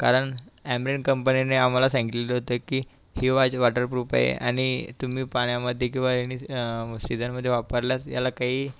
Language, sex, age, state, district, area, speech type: Marathi, male, 18-30, Maharashtra, Buldhana, urban, spontaneous